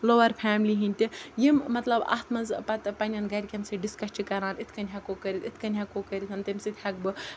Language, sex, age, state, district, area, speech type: Kashmiri, female, 30-45, Jammu and Kashmir, Ganderbal, rural, spontaneous